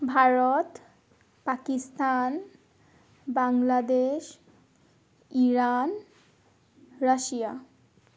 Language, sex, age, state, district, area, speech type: Assamese, female, 18-30, Assam, Biswanath, rural, spontaneous